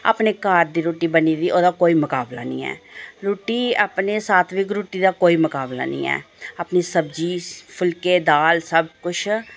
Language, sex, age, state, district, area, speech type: Dogri, female, 45-60, Jammu and Kashmir, Reasi, urban, spontaneous